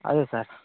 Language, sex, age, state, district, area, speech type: Telugu, male, 18-30, Andhra Pradesh, Vizianagaram, rural, conversation